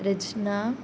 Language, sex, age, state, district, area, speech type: Sanskrit, female, 18-30, Kerala, Thrissur, rural, spontaneous